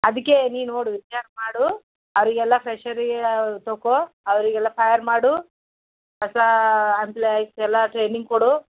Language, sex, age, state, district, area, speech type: Kannada, female, 45-60, Karnataka, Bidar, urban, conversation